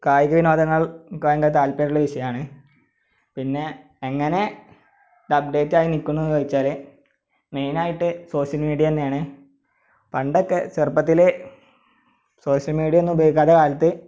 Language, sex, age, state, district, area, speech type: Malayalam, male, 18-30, Kerala, Malappuram, rural, spontaneous